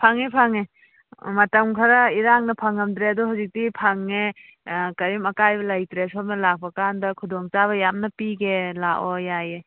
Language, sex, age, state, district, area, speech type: Manipuri, female, 45-60, Manipur, Churachandpur, urban, conversation